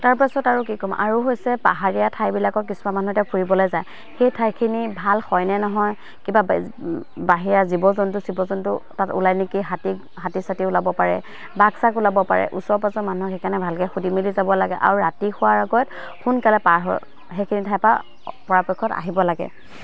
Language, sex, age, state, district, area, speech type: Assamese, female, 18-30, Assam, Dhemaji, urban, spontaneous